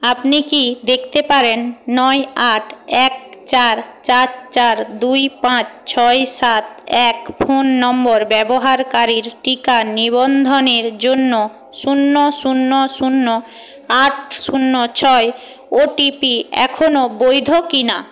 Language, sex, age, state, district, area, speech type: Bengali, female, 45-60, West Bengal, Paschim Medinipur, rural, read